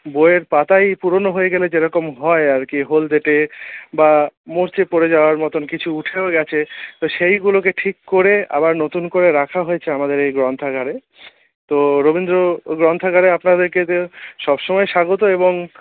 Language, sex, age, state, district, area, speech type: Bengali, male, 30-45, West Bengal, Paschim Bardhaman, urban, conversation